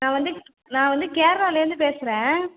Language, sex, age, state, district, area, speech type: Tamil, female, 18-30, Tamil Nadu, Cuddalore, rural, conversation